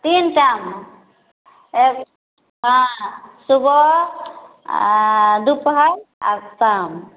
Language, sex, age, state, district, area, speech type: Maithili, female, 30-45, Bihar, Samastipur, rural, conversation